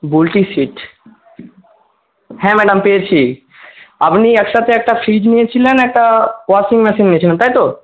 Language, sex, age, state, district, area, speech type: Bengali, male, 18-30, West Bengal, Jhargram, rural, conversation